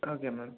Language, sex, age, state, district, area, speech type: Kannada, male, 18-30, Karnataka, Bangalore Urban, urban, conversation